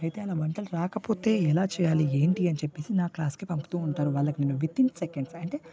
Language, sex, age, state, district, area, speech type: Telugu, male, 18-30, Telangana, Nalgonda, rural, spontaneous